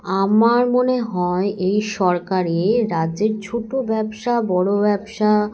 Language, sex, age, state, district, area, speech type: Bengali, female, 18-30, West Bengal, Hooghly, urban, spontaneous